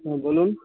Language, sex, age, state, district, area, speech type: Bengali, male, 18-30, West Bengal, Birbhum, urban, conversation